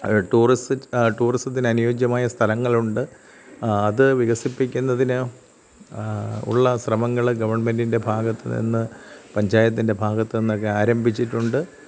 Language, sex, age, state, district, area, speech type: Malayalam, male, 45-60, Kerala, Thiruvananthapuram, rural, spontaneous